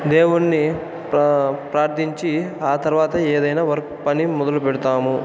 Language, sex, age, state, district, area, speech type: Telugu, male, 18-30, Andhra Pradesh, Chittoor, rural, spontaneous